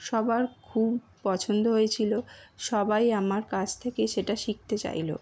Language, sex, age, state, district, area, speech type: Bengali, female, 18-30, West Bengal, Howrah, urban, spontaneous